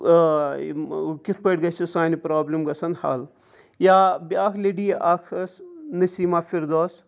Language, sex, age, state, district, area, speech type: Kashmiri, male, 45-60, Jammu and Kashmir, Srinagar, urban, spontaneous